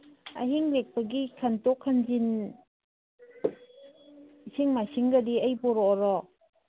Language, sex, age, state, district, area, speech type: Manipuri, female, 30-45, Manipur, Imphal East, rural, conversation